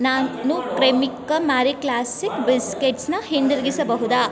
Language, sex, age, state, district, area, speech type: Kannada, female, 18-30, Karnataka, Kolar, rural, read